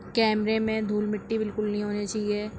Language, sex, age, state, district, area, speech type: Urdu, female, 45-60, Delhi, Central Delhi, urban, spontaneous